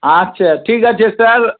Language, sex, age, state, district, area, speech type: Bengali, male, 60+, West Bengal, Paschim Bardhaman, urban, conversation